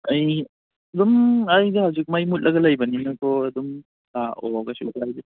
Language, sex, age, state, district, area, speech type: Manipuri, male, 18-30, Manipur, Kangpokpi, urban, conversation